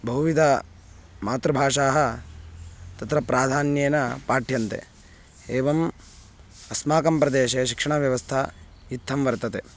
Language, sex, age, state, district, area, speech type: Sanskrit, male, 18-30, Karnataka, Bangalore Rural, urban, spontaneous